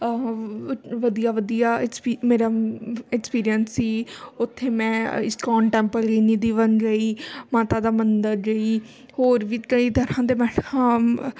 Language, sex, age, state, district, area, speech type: Punjabi, female, 30-45, Punjab, Amritsar, urban, spontaneous